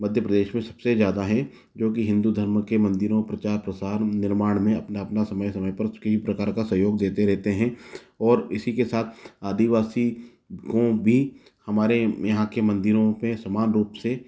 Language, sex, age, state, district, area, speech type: Hindi, male, 30-45, Madhya Pradesh, Ujjain, urban, spontaneous